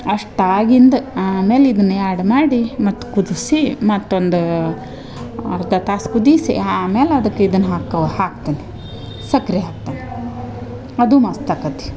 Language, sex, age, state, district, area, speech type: Kannada, female, 45-60, Karnataka, Dharwad, rural, spontaneous